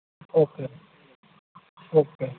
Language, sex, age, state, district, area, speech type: Gujarati, male, 18-30, Gujarat, Ahmedabad, urban, conversation